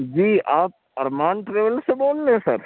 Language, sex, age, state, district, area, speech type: Urdu, male, 60+, Uttar Pradesh, Lucknow, urban, conversation